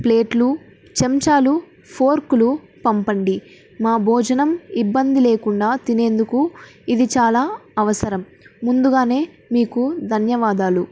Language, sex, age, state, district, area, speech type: Telugu, female, 18-30, Andhra Pradesh, Nandyal, urban, spontaneous